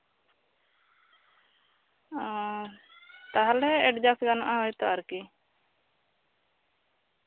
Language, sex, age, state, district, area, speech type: Santali, female, 18-30, West Bengal, Bankura, rural, conversation